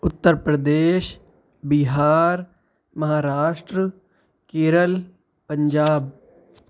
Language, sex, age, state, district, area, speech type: Urdu, male, 18-30, Uttar Pradesh, Shahjahanpur, rural, spontaneous